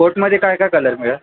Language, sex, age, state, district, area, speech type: Marathi, male, 18-30, Maharashtra, Thane, urban, conversation